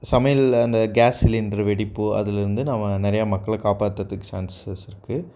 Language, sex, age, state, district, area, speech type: Tamil, male, 18-30, Tamil Nadu, Coimbatore, rural, spontaneous